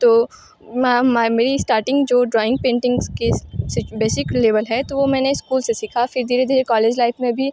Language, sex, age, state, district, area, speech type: Hindi, female, 18-30, Uttar Pradesh, Bhadohi, rural, spontaneous